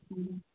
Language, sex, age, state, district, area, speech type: Manipuri, female, 30-45, Manipur, Kangpokpi, urban, conversation